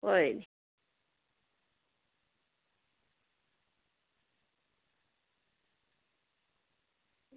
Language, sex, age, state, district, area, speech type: Dogri, female, 45-60, Jammu and Kashmir, Udhampur, rural, conversation